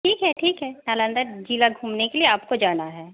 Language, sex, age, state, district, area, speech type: Hindi, female, 45-60, Bihar, Darbhanga, rural, conversation